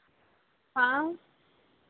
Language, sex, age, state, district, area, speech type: Hindi, female, 18-30, Madhya Pradesh, Chhindwara, urban, conversation